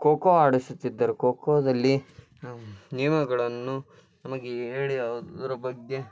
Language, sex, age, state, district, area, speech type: Kannada, male, 18-30, Karnataka, Koppal, rural, spontaneous